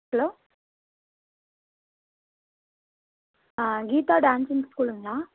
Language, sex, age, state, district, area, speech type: Tamil, female, 18-30, Tamil Nadu, Namakkal, rural, conversation